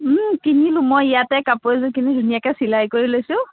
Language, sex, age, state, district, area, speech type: Assamese, female, 45-60, Assam, Biswanath, rural, conversation